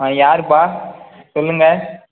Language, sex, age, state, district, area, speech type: Tamil, female, 18-30, Tamil Nadu, Cuddalore, rural, conversation